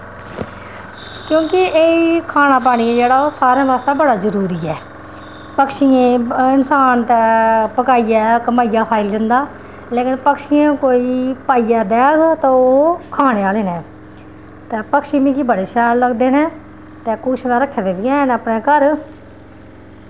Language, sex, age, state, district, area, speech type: Dogri, female, 30-45, Jammu and Kashmir, Kathua, rural, spontaneous